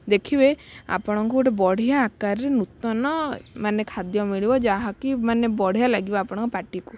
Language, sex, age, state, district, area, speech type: Odia, female, 18-30, Odisha, Bhadrak, rural, spontaneous